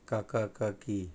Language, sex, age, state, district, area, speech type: Goan Konkani, male, 45-60, Goa, Murmgao, rural, spontaneous